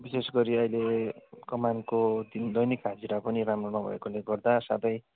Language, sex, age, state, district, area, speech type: Nepali, male, 45-60, West Bengal, Darjeeling, rural, conversation